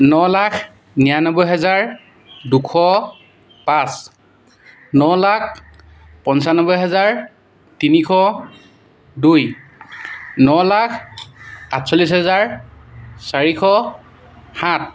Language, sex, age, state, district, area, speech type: Assamese, male, 18-30, Assam, Tinsukia, rural, spontaneous